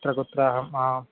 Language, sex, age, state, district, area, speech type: Sanskrit, male, 18-30, Kerala, Thiruvananthapuram, urban, conversation